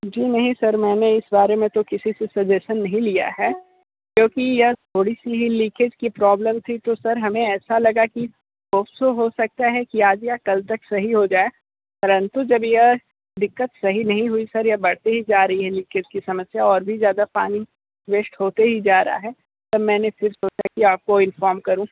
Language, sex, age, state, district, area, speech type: Hindi, male, 60+, Uttar Pradesh, Sonbhadra, rural, conversation